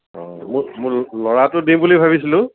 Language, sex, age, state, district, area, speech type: Assamese, male, 45-60, Assam, Tinsukia, urban, conversation